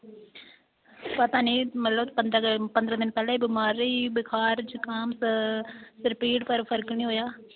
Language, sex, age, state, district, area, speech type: Dogri, female, 18-30, Jammu and Kashmir, Udhampur, rural, conversation